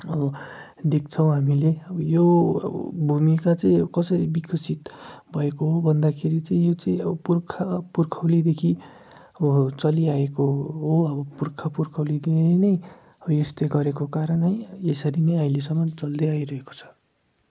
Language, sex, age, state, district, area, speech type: Nepali, male, 45-60, West Bengal, Darjeeling, rural, spontaneous